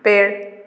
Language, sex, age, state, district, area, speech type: Hindi, female, 60+, Madhya Pradesh, Gwalior, rural, read